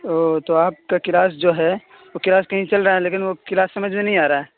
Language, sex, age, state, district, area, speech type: Urdu, male, 18-30, Bihar, Purnia, rural, conversation